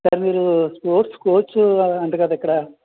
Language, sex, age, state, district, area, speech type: Telugu, male, 30-45, Andhra Pradesh, West Godavari, rural, conversation